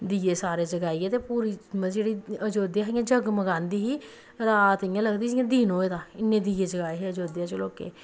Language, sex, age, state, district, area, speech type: Dogri, female, 30-45, Jammu and Kashmir, Samba, rural, spontaneous